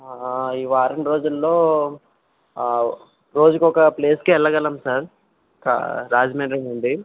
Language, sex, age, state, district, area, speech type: Telugu, male, 45-60, Andhra Pradesh, Kakinada, urban, conversation